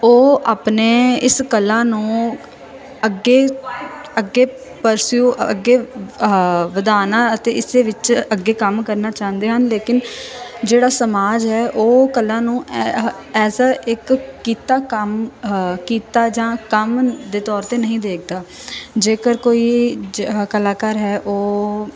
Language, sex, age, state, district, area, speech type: Punjabi, female, 18-30, Punjab, Firozpur, urban, spontaneous